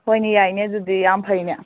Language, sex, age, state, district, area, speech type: Manipuri, female, 45-60, Manipur, Imphal East, rural, conversation